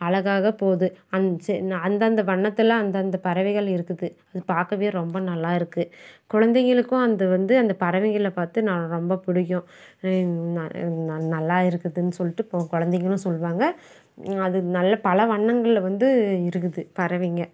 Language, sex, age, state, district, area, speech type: Tamil, female, 60+, Tamil Nadu, Krishnagiri, rural, spontaneous